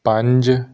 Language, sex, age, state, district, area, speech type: Punjabi, male, 18-30, Punjab, Fazilka, rural, read